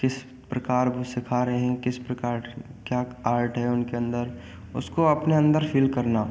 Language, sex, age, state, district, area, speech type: Hindi, male, 18-30, Rajasthan, Bharatpur, rural, spontaneous